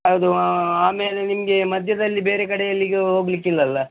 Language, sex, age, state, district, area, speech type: Kannada, male, 45-60, Karnataka, Udupi, rural, conversation